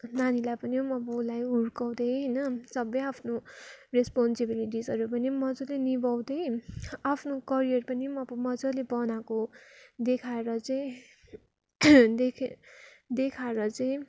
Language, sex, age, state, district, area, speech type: Nepali, female, 30-45, West Bengal, Darjeeling, rural, spontaneous